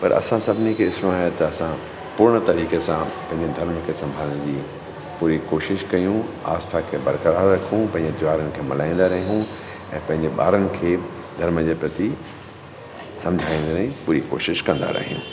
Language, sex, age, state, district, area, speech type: Sindhi, male, 45-60, Delhi, South Delhi, urban, spontaneous